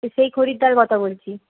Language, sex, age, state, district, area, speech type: Bengali, female, 18-30, West Bengal, Darjeeling, urban, conversation